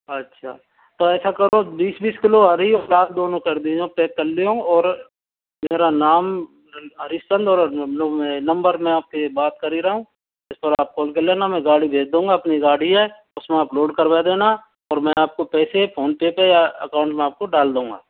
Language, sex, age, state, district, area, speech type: Hindi, male, 45-60, Rajasthan, Karauli, rural, conversation